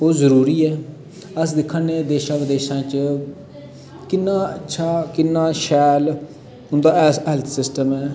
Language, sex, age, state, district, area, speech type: Dogri, male, 30-45, Jammu and Kashmir, Udhampur, rural, spontaneous